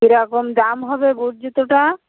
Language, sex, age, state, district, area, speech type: Bengali, female, 45-60, West Bengal, Uttar Dinajpur, urban, conversation